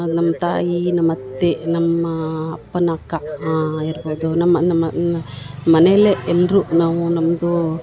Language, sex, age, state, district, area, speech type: Kannada, female, 60+, Karnataka, Dharwad, rural, spontaneous